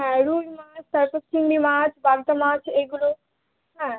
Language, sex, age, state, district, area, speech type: Bengali, female, 18-30, West Bengal, Howrah, urban, conversation